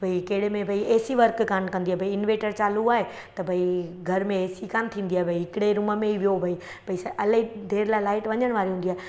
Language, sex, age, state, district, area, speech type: Sindhi, female, 30-45, Gujarat, Surat, urban, spontaneous